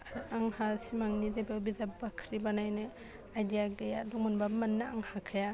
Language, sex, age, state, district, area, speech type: Bodo, female, 18-30, Assam, Udalguri, urban, spontaneous